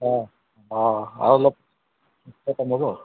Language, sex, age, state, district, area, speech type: Assamese, male, 60+, Assam, Goalpara, urban, conversation